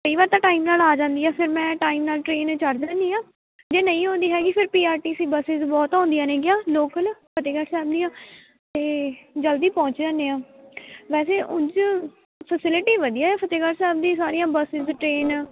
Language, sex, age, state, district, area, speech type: Punjabi, female, 18-30, Punjab, Fatehgarh Sahib, rural, conversation